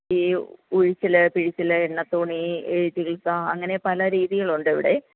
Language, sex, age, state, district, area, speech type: Malayalam, female, 45-60, Kerala, Pathanamthitta, rural, conversation